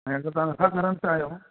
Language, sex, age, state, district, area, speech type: Sindhi, male, 30-45, Gujarat, Surat, urban, conversation